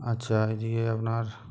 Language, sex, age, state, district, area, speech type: Bengali, male, 45-60, West Bengal, Uttar Dinajpur, urban, spontaneous